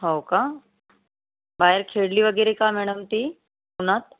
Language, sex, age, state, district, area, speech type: Marathi, female, 30-45, Maharashtra, Yavatmal, rural, conversation